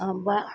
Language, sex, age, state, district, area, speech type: Assamese, female, 30-45, Assam, Sivasagar, rural, spontaneous